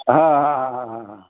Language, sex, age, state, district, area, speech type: Marathi, male, 60+, Maharashtra, Nanded, rural, conversation